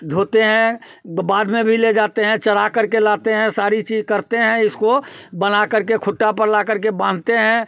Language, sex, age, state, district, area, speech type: Hindi, male, 60+, Bihar, Muzaffarpur, rural, spontaneous